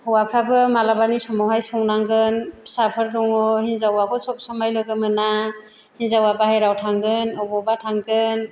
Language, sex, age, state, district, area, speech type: Bodo, female, 60+, Assam, Chirang, rural, spontaneous